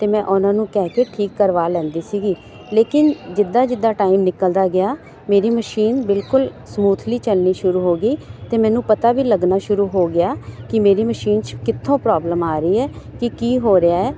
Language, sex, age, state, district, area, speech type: Punjabi, female, 45-60, Punjab, Jalandhar, urban, spontaneous